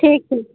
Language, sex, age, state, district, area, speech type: Maithili, female, 18-30, Bihar, Muzaffarpur, rural, conversation